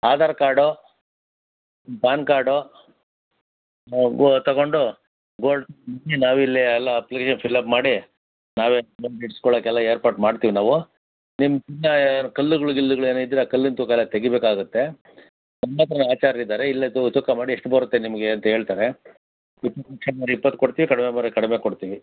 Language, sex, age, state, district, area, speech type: Kannada, male, 60+, Karnataka, Chikkaballapur, rural, conversation